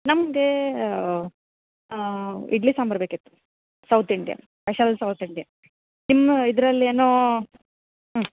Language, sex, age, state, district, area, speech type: Kannada, female, 18-30, Karnataka, Koppal, urban, conversation